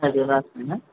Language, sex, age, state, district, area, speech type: Telugu, male, 18-30, Andhra Pradesh, Konaseema, urban, conversation